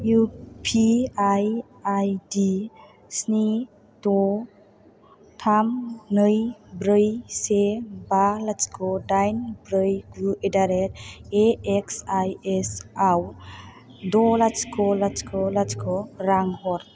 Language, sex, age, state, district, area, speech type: Bodo, female, 18-30, Assam, Chirang, urban, read